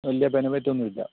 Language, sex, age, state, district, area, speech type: Malayalam, male, 45-60, Kerala, Kottayam, rural, conversation